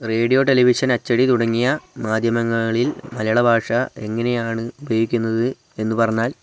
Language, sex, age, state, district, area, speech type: Malayalam, male, 18-30, Kerala, Wayanad, rural, spontaneous